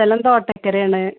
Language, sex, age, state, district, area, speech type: Malayalam, female, 30-45, Kerala, Malappuram, rural, conversation